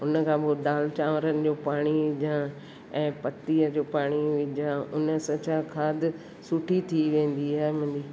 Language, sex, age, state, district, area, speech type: Sindhi, female, 60+, Rajasthan, Ajmer, urban, spontaneous